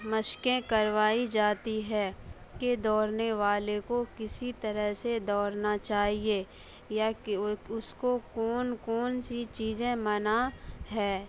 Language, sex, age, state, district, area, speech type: Urdu, female, 18-30, Bihar, Saharsa, rural, spontaneous